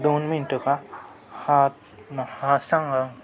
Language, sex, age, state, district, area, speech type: Marathi, male, 18-30, Maharashtra, Satara, urban, spontaneous